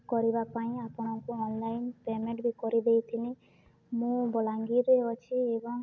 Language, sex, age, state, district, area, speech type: Odia, female, 18-30, Odisha, Balangir, urban, spontaneous